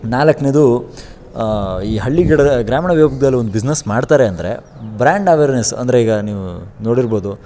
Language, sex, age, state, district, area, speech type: Kannada, male, 18-30, Karnataka, Shimoga, rural, spontaneous